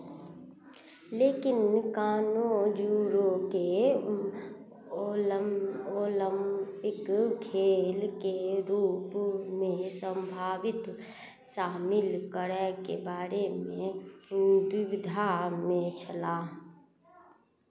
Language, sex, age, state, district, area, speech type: Maithili, female, 30-45, Bihar, Madhubani, rural, read